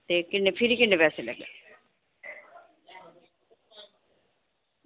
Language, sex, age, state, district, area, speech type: Dogri, female, 45-60, Jammu and Kashmir, Samba, urban, conversation